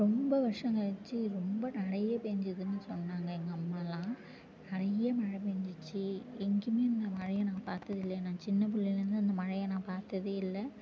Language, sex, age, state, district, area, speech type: Tamil, female, 18-30, Tamil Nadu, Mayiladuthurai, urban, spontaneous